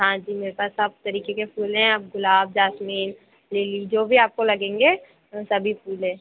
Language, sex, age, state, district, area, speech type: Hindi, female, 30-45, Madhya Pradesh, Harda, urban, conversation